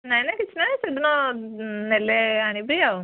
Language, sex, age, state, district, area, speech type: Odia, female, 18-30, Odisha, Kendujhar, urban, conversation